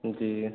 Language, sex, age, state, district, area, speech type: Hindi, male, 18-30, Bihar, Samastipur, urban, conversation